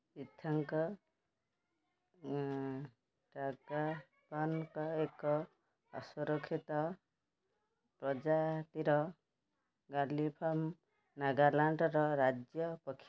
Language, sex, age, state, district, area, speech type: Odia, female, 60+, Odisha, Kendrapara, urban, read